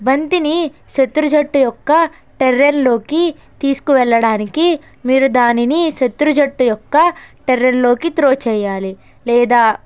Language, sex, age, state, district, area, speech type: Telugu, female, 18-30, Andhra Pradesh, Konaseema, rural, spontaneous